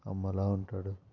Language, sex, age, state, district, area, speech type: Telugu, male, 18-30, Andhra Pradesh, Eluru, urban, spontaneous